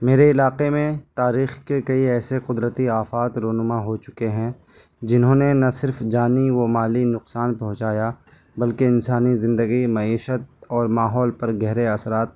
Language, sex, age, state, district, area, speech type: Urdu, male, 18-30, Delhi, New Delhi, rural, spontaneous